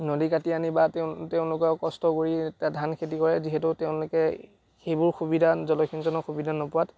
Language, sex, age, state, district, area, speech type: Assamese, male, 18-30, Assam, Biswanath, rural, spontaneous